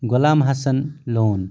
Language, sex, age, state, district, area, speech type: Kashmiri, male, 45-60, Jammu and Kashmir, Anantnag, rural, spontaneous